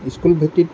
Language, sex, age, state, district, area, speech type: Assamese, male, 45-60, Assam, Lakhimpur, rural, spontaneous